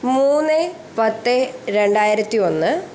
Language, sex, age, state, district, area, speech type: Malayalam, female, 18-30, Kerala, Thiruvananthapuram, rural, spontaneous